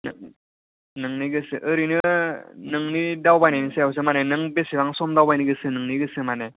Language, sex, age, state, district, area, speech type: Bodo, male, 18-30, Assam, Kokrajhar, rural, conversation